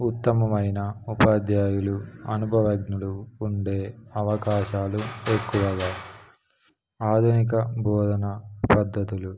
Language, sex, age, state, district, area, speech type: Telugu, male, 18-30, Telangana, Kamareddy, urban, spontaneous